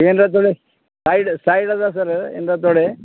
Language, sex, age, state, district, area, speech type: Kannada, male, 60+, Karnataka, Bidar, urban, conversation